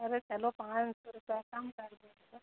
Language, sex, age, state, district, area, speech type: Hindi, female, 30-45, Uttar Pradesh, Jaunpur, rural, conversation